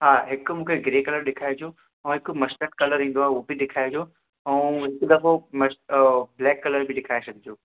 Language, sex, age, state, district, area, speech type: Sindhi, male, 18-30, Gujarat, Surat, urban, conversation